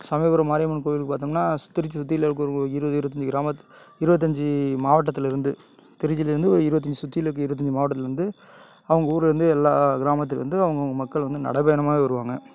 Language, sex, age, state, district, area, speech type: Tamil, male, 30-45, Tamil Nadu, Tiruchirappalli, rural, spontaneous